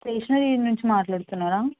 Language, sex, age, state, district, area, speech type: Telugu, female, 18-30, Telangana, Ranga Reddy, urban, conversation